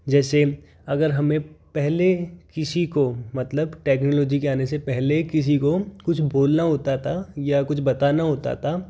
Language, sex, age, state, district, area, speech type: Hindi, male, 30-45, Rajasthan, Jaipur, urban, spontaneous